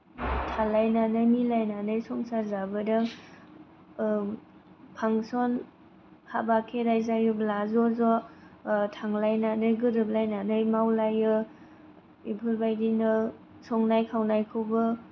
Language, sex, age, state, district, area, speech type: Bodo, female, 18-30, Assam, Kokrajhar, rural, spontaneous